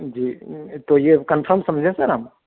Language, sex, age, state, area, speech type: Urdu, male, 30-45, Jharkhand, urban, conversation